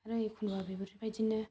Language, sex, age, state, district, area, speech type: Bodo, female, 30-45, Assam, Chirang, rural, spontaneous